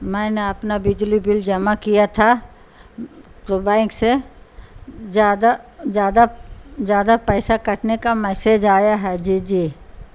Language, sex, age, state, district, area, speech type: Urdu, female, 60+, Bihar, Gaya, urban, spontaneous